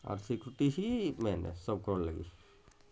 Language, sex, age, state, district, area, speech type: Odia, male, 45-60, Odisha, Bargarh, urban, spontaneous